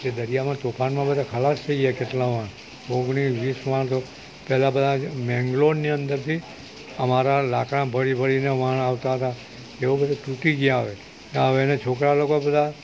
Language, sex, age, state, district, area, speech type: Gujarati, male, 60+, Gujarat, Valsad, rural, spontaneous